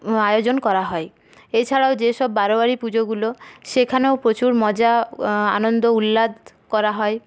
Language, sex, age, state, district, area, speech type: Bengali, female, 18-30, West Bengal, Paschim Bardhaman, urban, spontaneous